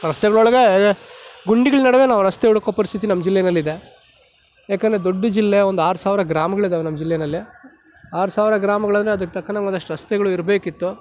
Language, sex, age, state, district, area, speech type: Kannada, male, 30-45, Karnataka, Chikkaballapur, rural, spontaneous